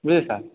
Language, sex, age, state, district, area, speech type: Assamese, male, 30-45, Assam, Biswanath, rural, conversation